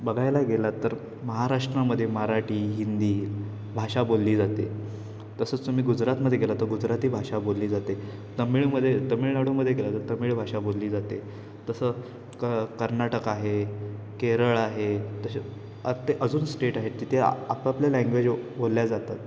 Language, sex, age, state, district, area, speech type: Marathi, male, 18-30, Maharashtra, Ratnagiri, urban, spontaneous